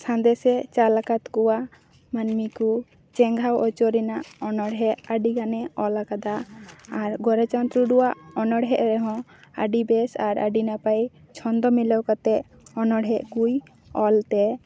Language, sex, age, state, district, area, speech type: Santali, female, 18-30, West Bengal, Paschim Bardhaman, rural, spontaneous